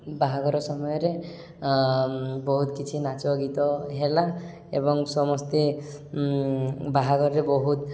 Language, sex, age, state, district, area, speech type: Odia, male, 18-30, Odisha, Subarnapur, urban, spontaneous